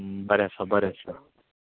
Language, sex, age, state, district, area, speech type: Goan Konkani, male, 30-45, Goa, Bardez, urban, conversation